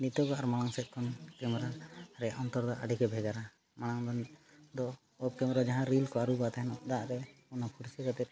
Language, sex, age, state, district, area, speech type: Santali, male, 30-45, Jharkhand, Seraikela Kharsawan, rural, spontaneous